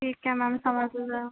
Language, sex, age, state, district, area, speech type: Marathi, female, 18-30, Maharashtra, Wardha, rural, conversation